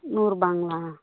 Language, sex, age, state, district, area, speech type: Tamil, female, 18-30, Tamil Nadu, Kallakurichi, rural, conversation